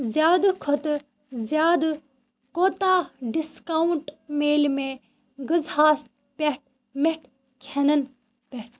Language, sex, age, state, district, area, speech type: Kashmiri, female, 18-30, Jammu and Kashmir, Baramulla, urban, read